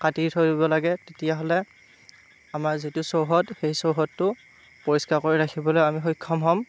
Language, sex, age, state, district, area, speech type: Assamese, male, 30-45, Assam, Darrang, rural, spontaneous